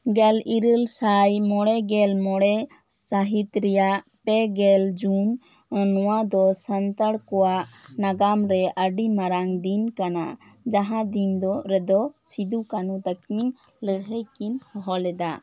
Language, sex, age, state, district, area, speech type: Santali, female, 18-30, West Bengal, Bankura, rural, spontaneous